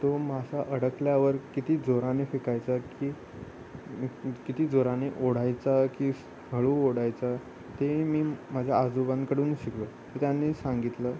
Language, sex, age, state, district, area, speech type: Marathi, male, 18-30, Maharashtra, Ratnagiri, rural, spontaneous